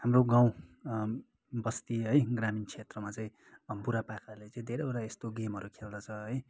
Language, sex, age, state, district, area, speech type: Nepali, male, 30-45, West Bengal, Kalimpong, rural, spontaneous